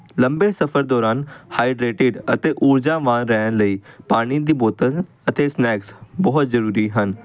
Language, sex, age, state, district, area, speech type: Punjabi, male, 18-30, Punjab, Amritsar, urban, spontaneous